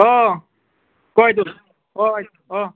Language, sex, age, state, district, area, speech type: Assamese, male, 18-30, Assam, Barpeta, rural, conversation